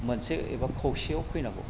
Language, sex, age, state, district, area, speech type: Bodo, male, 45-60, Assam, Kokrajhar, rural, spontaneous